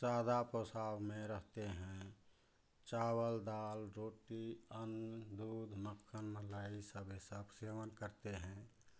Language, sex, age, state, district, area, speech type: Hindi, male, 45-60, Uttar Pradesh, Chandauli, urban, spontaneous